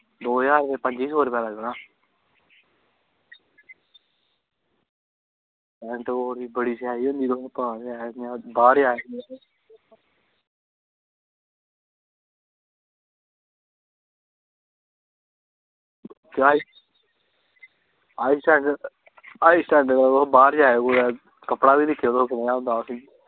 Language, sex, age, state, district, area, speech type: Dogri, male, 18-30, Jammu and Kashmir, Jammu, rural, conversation